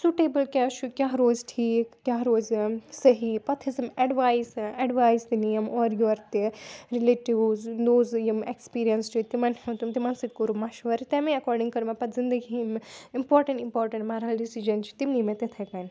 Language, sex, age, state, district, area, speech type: Kashmiri, female, 18-30, Jammu and Kashmir, Srinagar, urban, spontaneous